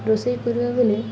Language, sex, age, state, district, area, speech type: Odia, female, 18-30, Odisha, Malkangiri, urban, spontaneous